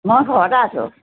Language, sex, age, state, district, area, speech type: Assamese, female, 60+, Assam, Lakhimpur, urban, conversation